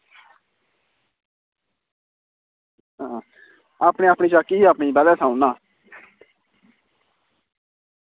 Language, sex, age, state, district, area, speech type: Dogri, male, 30-45, Jammu and Kashmir, Udhampur, rural, conversation